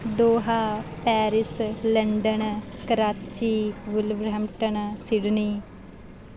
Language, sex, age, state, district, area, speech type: Punjabi, female, 18-30, Punjab, Bathinda, rural, spontaneous